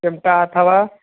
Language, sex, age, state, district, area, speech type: Sindhi, male, 45-60, Gujarat, Kutch, urban, conversation